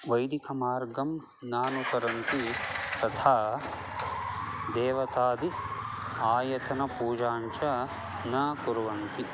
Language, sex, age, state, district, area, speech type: Sanskrit, male, 30-45, Karnataka, Bangalore Urban, urban, spontaneous